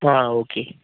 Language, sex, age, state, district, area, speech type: Malayalam, female, 45-60, Kerala, Wayanad, rural, conversation